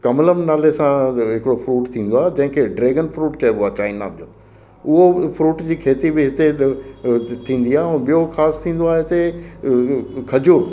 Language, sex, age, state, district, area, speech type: Sindhi, male, 60+, Gujarat, Kutch, rural, spontaneous